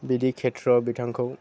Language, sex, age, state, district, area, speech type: Bodo, male, 30-45, Assam, Kokrajhar, rural, spontaneous